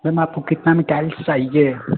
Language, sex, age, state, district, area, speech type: Hindi, male, 18-30, Uttar Pradesh, Ghazipur, rural, conversation